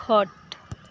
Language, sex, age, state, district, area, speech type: Odia, female, 18-30, Odisha, Balangir, urban, read